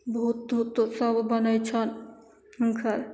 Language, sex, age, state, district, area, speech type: Maithili, female, 18-30, Bihar, Begusarai, rural, spontaneous